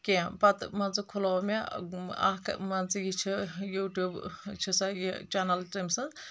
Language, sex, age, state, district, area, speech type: Kashmiri, female, 30-45, Jammu and Kashmir, Anantnag, rural, spontaneous